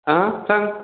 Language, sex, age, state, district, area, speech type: Goan Konkani, male, 60+, Goa, Salcete, rural, conversation